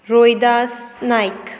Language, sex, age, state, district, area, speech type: Goan Konkani, female, 18-30, Goa, Murmgao, rural, spontaneous